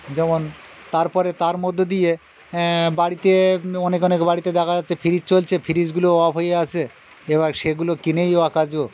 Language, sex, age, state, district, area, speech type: Bengali, male, 60+, West Bengal, Birbhum, urban, spontaneous